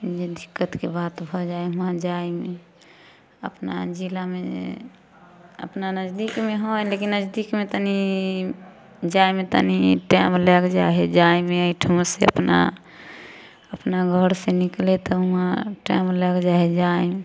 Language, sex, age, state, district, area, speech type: Maithili, female, 30-45, Bihar, Samastipur, rural, spontaneous